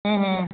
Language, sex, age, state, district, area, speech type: Gujarati, female, 45-60, Gujarat, Ahmedabad, urban, conversation